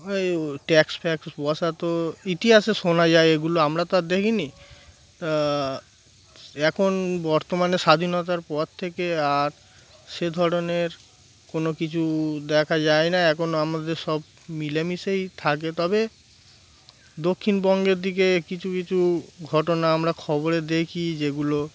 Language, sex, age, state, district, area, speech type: Bengali, male, 30-45, West Bengal, Darjeeling, urban, spontaneous